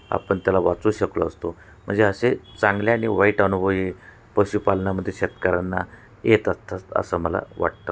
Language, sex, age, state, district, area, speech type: Marathi, male, 45-60, Maharashtra, Nashik, urban, spontaneous